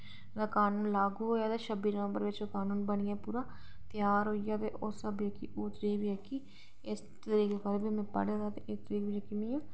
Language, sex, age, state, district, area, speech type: Dogri, female, 30-45, Jammu and Kashmir, Reasi, urban, spontaneous